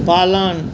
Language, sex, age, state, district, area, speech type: Maithili, male, 45-60, Bihar, Saharsa, urban, read